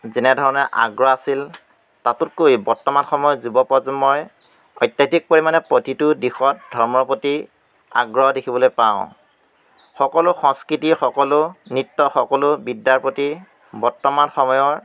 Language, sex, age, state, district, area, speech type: Assamese, male, 30-45, Assam, Majuli, urban, spontaneous